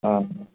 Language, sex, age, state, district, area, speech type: Malayalam, male, 30-45, Kerala, Malappuram, rural, conversation